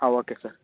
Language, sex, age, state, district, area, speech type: Kannada, male, 18-30, Karnataka, Shimoga, rural, conversation